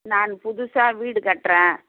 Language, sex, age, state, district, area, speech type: Tamil, female, 60+, Tamil Nadu, Viluppuram, rural, conversation